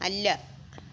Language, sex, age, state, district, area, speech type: Malayalam, female, 60+, Kerala, Alappuzha, rural, read